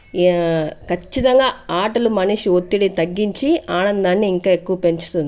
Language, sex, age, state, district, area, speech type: Telugu, female, 60+, Andhra Pradesh, Chittoor, rural, spontaneous